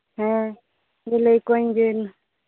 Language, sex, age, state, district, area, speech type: Santali, female, 18-30, West Bengal, Birbhum, rural, conversation